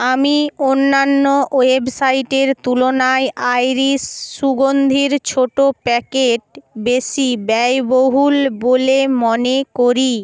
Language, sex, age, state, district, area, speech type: Bengali, female, 30-45, West Bengal, Purba Medinipur, rural, read